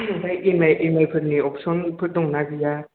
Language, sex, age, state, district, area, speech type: Bodo, male, 30-45, Assam, Chirang, rural, conversation